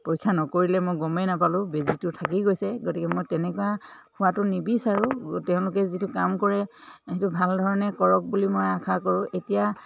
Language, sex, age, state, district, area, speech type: Assamese, female, 45-60, Assam, Dhemaji, urban, spontaneous